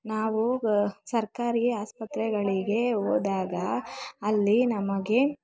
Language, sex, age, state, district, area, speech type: Kannada, female, 45-60, Karnataka, Bangalore Rural, rural, spontaneous